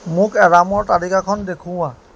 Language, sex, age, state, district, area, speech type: Assamese, male, 30-45, Assam, Jorhat, urban, read